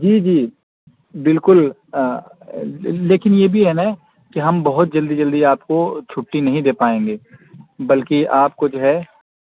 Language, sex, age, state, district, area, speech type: Urdu, male, 30-45, Uttar Pradesh, Azamgarh, rural, conversation